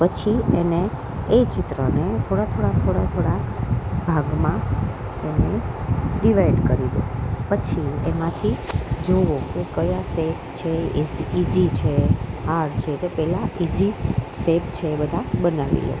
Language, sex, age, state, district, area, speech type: Gujarati, female, 30-45, Gujarat, Kheda, urban, spontaneous